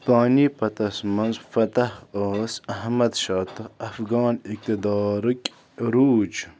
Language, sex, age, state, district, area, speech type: Kashmiri, male, 18-30, Jammu and Kashmir, Bandipora, rural, read